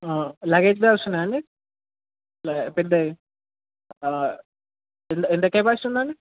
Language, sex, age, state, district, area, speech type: Telugu, male, 18-30, Telangana, Sangareddy, urban, conversation